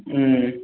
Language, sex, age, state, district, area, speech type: Tamil, male, 18-30, Tamil Nadu, Namakkal, rural, conversation